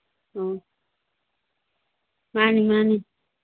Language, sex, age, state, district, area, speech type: Manipuri, female, 45-60, Manipur, Churachandpur, rural, conversation